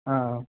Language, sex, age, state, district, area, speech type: Malayalam, male, 18-30, Kerala, Idukki, rural, conversation